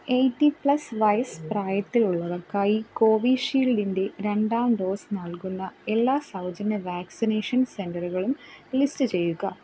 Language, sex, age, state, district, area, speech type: Malayalam, female, 18-30, Kerala, Kollam, rural, read